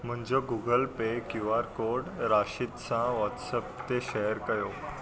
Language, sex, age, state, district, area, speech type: Sindhi, male, 18-30, Gujarat, Surat, urban, read